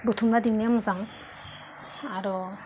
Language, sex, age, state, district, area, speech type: Bodo, female, 30-45, Assam, Goalpara, rural, spontaneous